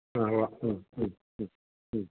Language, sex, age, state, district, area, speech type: Malayalam, male, 45-60, Kerala, Idukki, rural, conversation